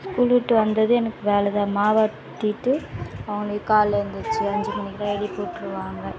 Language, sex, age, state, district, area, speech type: Tamil, female, 18-30, Tamil Nadu, Tiruvannamalai, rural, spontaneous